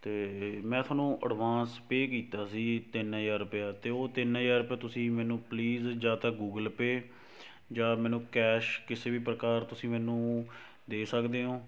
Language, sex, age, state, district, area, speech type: Punjabi, male, 60+, Punjab, Shaheed Bhagat Singh Nagar, rural, spontaneous